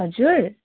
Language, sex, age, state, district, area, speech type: Nepali, female, 18-30, West Bengal, Darjeeling, rural, conversation